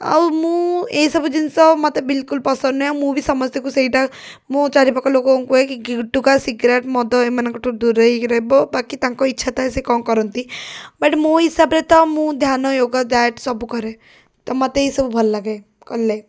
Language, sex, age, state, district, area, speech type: Odia, female, 30-45, Odisha, Puri, urban, spontaneous